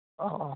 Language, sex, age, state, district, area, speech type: Bodo, male, 18-30, Assam, Kokrajhar, rural, conversation